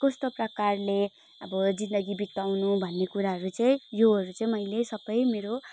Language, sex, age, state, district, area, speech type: Nepali, female, 18-30, West Bengal, Darjeeling, rural, spontaneous